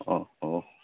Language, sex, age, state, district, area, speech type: Odia, male, 45-60, Odisha, Sambalpur, rural, conversation